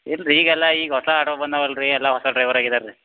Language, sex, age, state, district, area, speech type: Kannada, male, 45-60, Karnataka, Belgaum, rural, conversation